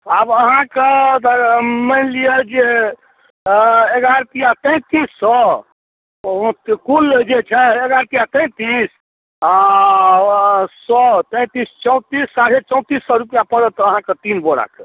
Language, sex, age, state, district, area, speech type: Maithili, male, 60+, Bihar, Darbhanga, rural, conversation